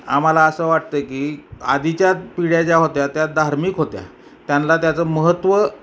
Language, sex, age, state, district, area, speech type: Marathi, male, 45-60, Maharashtra, Osmanabad, rural, spontaneous